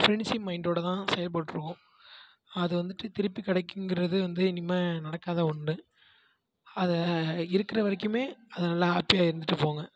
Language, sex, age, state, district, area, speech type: Tamil, male, 18-30, Tamil Nadu, Tiruvarur, rural, spontaneous